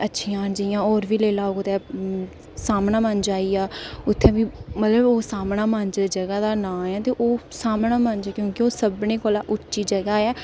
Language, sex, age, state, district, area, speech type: Dogri, female, 18-30, Jammu and Kashmir, Udhampur, rural, spontaneous